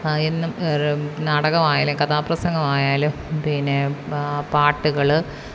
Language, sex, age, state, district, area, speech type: Malayalam, female, 30-45, Kerala, Kollam, rural, spontaneous